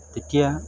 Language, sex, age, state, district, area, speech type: Assamese, male, 45-60, Assam, Charaideo, urban, spontaneous